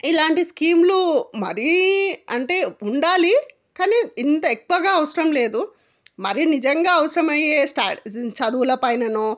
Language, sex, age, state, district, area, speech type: Telugu, female, 45-60, Telangana, Jangaon, rural, spontaneous